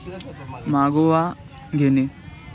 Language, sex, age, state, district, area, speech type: Marathi, male, 18-30, Maharashtra, Thane, urban, read